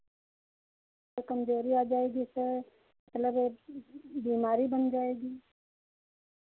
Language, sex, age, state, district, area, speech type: Hindi, female, 60+, Uttar Pradesh, Sitapur, rural, conversation